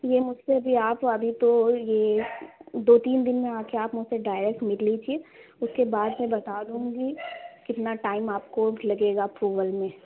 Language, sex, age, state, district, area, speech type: Urdu, female, 18-30, Uttar Pradesh, Lucknow, urban, conversation